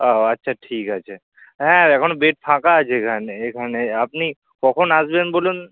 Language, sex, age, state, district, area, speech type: Bengali, male, 18-30, West Bengal, Kolkata, urban, conversation